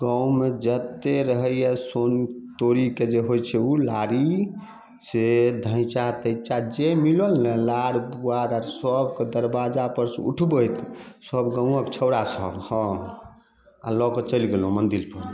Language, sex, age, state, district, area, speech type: Maithili, male, 30-45, Bihar, Samastipur, rural, spontaneous